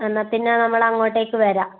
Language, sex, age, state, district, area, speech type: Malayalam, female, 30-45, Kerala, Kannur, rural, conversation